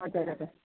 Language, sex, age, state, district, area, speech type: Nepali, female, 60+, West Bengal, Kalimpong, rural, conversation